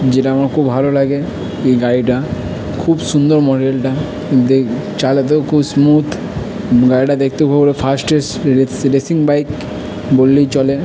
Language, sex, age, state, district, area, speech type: Bengali, male, 30-45, West Bengal, Purba Bardhaman, urban, spontaneous